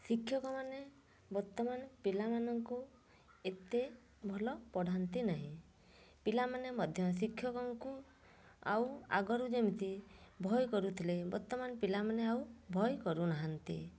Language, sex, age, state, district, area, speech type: Odia, female, 30-45, Odisha, Mayurbhanj, rural, spontaneous